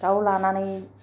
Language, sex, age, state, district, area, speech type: Bodo, female, 45-60, Assam, Kokrajhar, urban, spontaneous